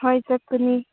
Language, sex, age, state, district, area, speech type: Manipuri, female, 18-30, Manipur, Senapati, rural, conversation